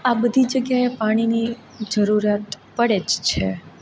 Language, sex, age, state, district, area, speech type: Gujarati, female, 18-30, Gujarat, Rajkot, urban, spontaneous